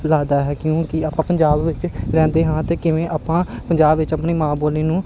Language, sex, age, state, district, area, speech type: Punjabi, male, 30-45, Punjab, Amritsar, urban, spontaneous